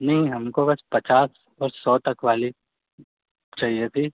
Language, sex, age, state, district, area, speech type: Hindi, male, 18-30, Madhya Pradesh, Harda, urban, conversation